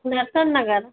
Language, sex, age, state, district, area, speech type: Hindi, female, 45-60, Uttar Pradesh, Ayodhya, rural, conversation